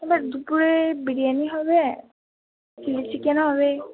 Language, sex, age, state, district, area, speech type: Bengali, female, 18-30, West Bengal, Purba Bardhaman, urban, conversation